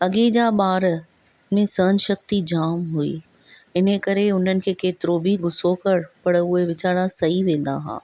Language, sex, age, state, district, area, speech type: Sindhi, female, 45-60, Maharashtra, Thane, urban, spontaneous